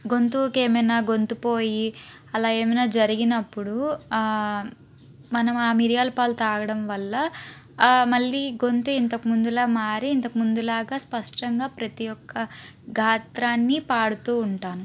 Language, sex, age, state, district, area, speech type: Telugu, female, 18-30, Andhra Pradesh, Palnadu, urban, spontaneous